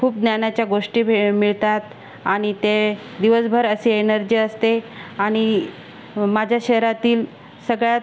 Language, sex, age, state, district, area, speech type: Marathi, female, 45-60, Maharashtra, Buldhana, rural, spontaneous